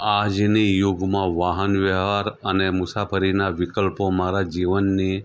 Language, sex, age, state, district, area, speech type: Gujarati, male, 45-60, Gujarat, Anand, rural, spontaneous